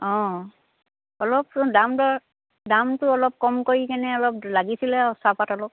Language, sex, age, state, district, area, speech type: Assamese, female, 60+, Assam, Dibrugarh, rural, conversation